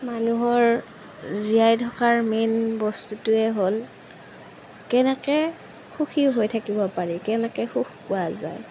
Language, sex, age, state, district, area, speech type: Assamese, female, 30-45, Assam, Darrang, rural, spontaneous